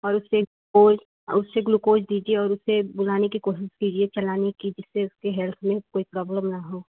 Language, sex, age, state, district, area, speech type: Hindi, female, 18-30, Uttar Pradesh, Chandauli, urban, conversation